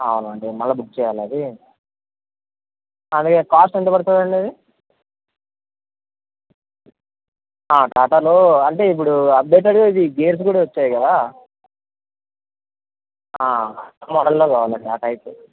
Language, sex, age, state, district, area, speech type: Telugu, male, 18-30, Andhra Pradesh, Anantapur, urban, conversation